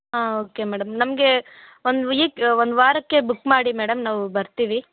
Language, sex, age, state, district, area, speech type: Kannada, female, 18-30, Karnataka, Bellary, urban, conversation